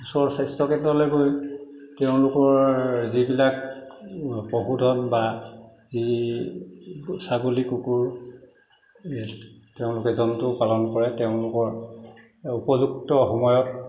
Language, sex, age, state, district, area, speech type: Assamese, male, 45-60, Assam, Dhemaji, rural, spontaneous